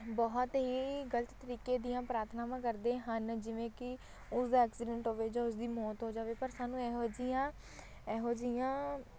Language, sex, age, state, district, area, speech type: Punjabi, female, 18-30, Punjab, Shaheed Bhagat Singh Nagar, rural, spontaneous